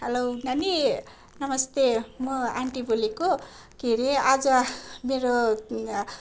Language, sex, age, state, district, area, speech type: Nepali, female, 45-60, West Bengal, Darjeeling, rural, spontaneous